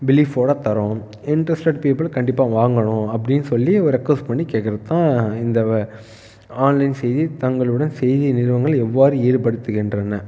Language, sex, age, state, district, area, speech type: Tamil, male, 18-30, Tamil Nadu, Viluppuram, urban, spontaneous